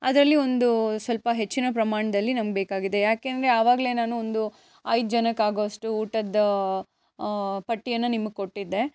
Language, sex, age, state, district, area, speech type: Kannada, female, 18-30, Karnataka, Chikkaballapur, urban, spontaneous